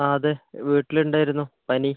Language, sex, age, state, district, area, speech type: Malayalam, male, 18-30, Kerala, Kozhikode, urban, conversation